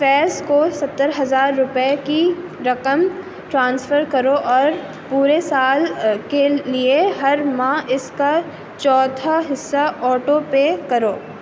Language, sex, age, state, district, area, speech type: Urdu, female, 45-60, Uttar Pradesh, Aligarh, urban, read